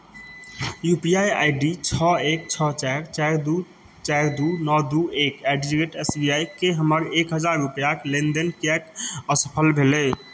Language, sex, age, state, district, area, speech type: Maithili, male, 30-45, Bihar, Madhubani, rural, read